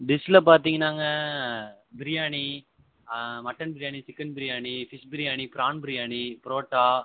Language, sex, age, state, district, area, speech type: Tamil, male, 18-30, Tamil Nadu, Ariyalur, rural, conversation